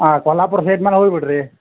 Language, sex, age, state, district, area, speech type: Kannada, male, 45-60, Karnataka, Belgaum, rural, conversation